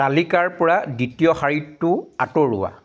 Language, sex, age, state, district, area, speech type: Assamese, male, 45-60, Assam, Charaideo, urban, read